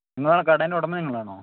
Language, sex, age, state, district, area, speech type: Malayalam, male, 18-30, Kerala, Wayanad, rural, conversation